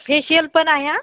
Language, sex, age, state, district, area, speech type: Marathi, female, 30-45, Maharashtra, Hingoli, urban, conversation